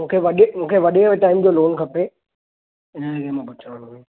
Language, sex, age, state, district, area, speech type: Sindhi, male, 18-30, Maharashtra, Thane, urban, conversation